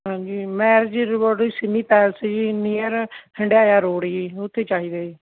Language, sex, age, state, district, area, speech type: Punjabi, male, 30-45, Punjab, Barnala, rural, conversation